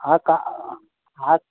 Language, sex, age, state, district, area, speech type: Gujarati, male, 60+, Gujarat, Rajkot, urban, conversation